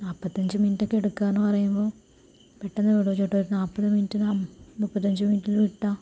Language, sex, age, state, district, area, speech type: Malayalam, female, 30-45, Kerala, Palakkad, rural, spontaneous